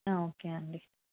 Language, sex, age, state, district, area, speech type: Telugu, female, 45-60, Andhra Pradesh, N T Rama Rao, rural, conversation